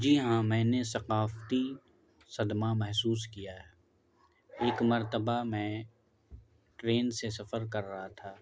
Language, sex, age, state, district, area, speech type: Urdu, male, 18-30, Bihar, Gaya, urban, spontaneous